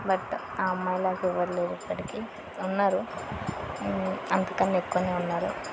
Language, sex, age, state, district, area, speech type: Telugu, female, 18-30, Telangana, Yadadri Bhuvanagiri, urban, spontaneous